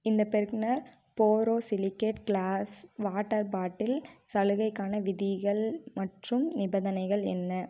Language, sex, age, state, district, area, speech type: Tamil, female, 18-30, Tamil Nadu, Erode, rural, read